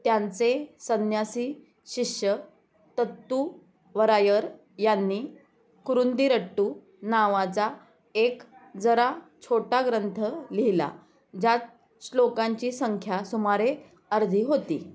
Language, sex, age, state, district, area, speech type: Marathi, female, 30-45, Maharashtra, Osmanabad, rural, read